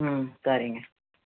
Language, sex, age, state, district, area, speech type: Tamil, female, 60+, Tamil Nadu, Cuddalore, rural, conversation